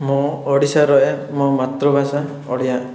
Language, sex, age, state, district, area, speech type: Odia, male, 18-30, Odisha, Rayagada, urban, spontaneous